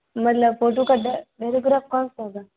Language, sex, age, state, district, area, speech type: Hindi, female, 18-30, Rajasthan, Jodhpur, urban, conversation